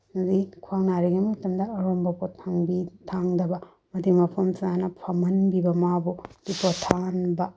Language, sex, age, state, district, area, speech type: Manipuri, female, 30-45, Manipur, Bishnupur, rural, spontaneous